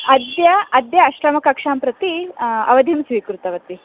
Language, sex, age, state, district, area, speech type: Sanskrit, female, 18-30, Karnataka, Dharwad, urban, conversation